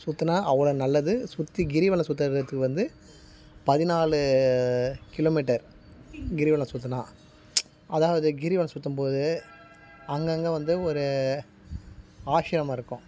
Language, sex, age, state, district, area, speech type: Tamil, male, 45-60, Tamil Nadu, Tiruvannamalai, rural, spontaneous